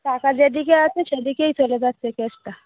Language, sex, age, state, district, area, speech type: Bengali, female, 30-45, West Bengal, Darjeeling, urban, conversation